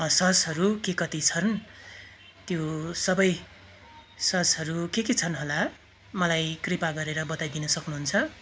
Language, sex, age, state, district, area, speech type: Nepali, male, 30-45, West Bengal, Darjeeling, rural, spontaneous